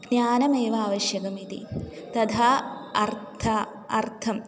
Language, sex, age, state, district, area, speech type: Sanskrit, female, 18-30, Kerala, Malappuram, urban, spontaneous